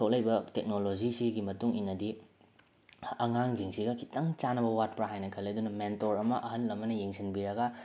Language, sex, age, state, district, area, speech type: Manipuri, male, 18-30, Manipur, Bishnupur, rural, spontaneous